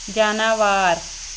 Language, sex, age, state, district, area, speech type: Kashmiri, female, 18-30, Jammu and Kashmir, Anantnag, rural, read